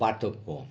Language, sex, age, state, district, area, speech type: Bengali, male, 60+, West Bengal, North 24 Parganas, urban, spontaneous